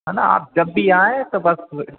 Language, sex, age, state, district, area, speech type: Hindi, male, 30-45, Madhya Pradesh, Gwalior, urban, conversation